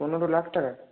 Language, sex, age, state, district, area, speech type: Bengali, male, 18-30, West Bengal, Hooghly, urban, conversation